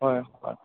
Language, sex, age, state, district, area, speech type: Assamese, male, 18-30, Assam, Udalguri, rural, conversation